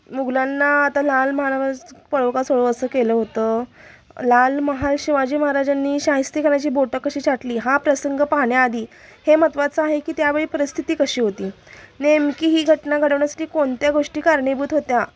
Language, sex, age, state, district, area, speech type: Marathi, female, 30-45, Maharashtra, Sangli, urban, spontaneous